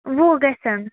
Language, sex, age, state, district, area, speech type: Kashmiri, female, 18-30, Jammu and Kashmir, Shopian, rural, conversation